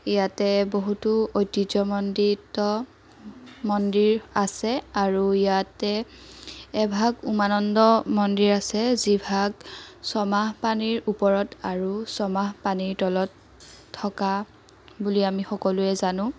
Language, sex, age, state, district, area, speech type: Assamese, female, 18-30, Assam, Biswanath, rural, spontaneous